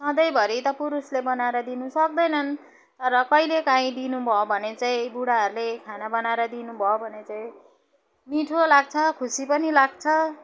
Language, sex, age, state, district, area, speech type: Nepali, female, 45-60, West Bengal, Jalpaiguri, urban, spontaneous